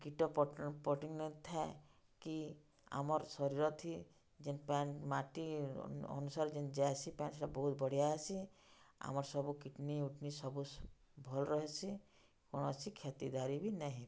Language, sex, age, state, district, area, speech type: Odia, female, 45-60, Odisha, Bargarh, urban, spontaneous